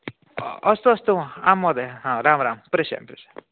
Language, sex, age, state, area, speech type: Sanskrit, male, 18-30, Odisha, rural, conversation